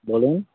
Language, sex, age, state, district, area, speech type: Bengali, male, 18-30, West Bengal, Uttar Dinajpur, rural, conversation